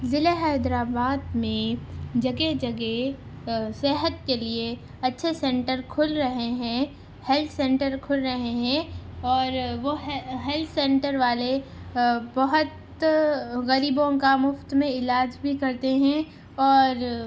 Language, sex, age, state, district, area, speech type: Urdu, female, 18-30, Telangana, Hyderabad, rural, spontaneous